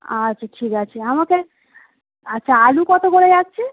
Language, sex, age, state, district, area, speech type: Bengali, female, 18-30, West Bengal, Howrah, urban, conversation